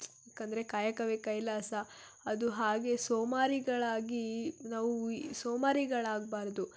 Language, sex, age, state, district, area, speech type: Kannada, female, 18-30, Karnataka, Tumkur, urban, spontaneous